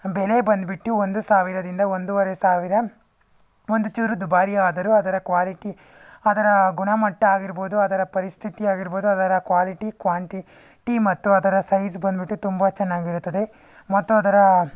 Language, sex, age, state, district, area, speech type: Kannada, male, 45-60, Karnataka, Tumkur, urban, spontaneous